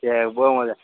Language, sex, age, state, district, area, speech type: Gujarati, male, 18-30, Gujarat, Anand, rural, conversation